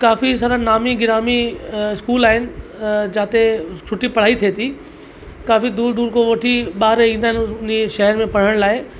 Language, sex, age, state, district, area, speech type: Sindhi, male, 30-45, Uttar Pradesh, Lucknow, rural, spontaneous